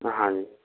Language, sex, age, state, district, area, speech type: Hindi, male, 60+, Rajasthan, Karauli, rural, conversation